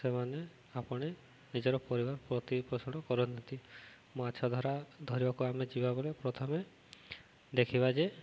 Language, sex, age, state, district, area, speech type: Odia, male, 18-30, Odisha, Subarnapur, urban, spontaneous